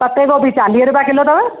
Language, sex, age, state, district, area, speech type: Sindhi, female, 45-60, Maharashtra, Pune, urban, conversation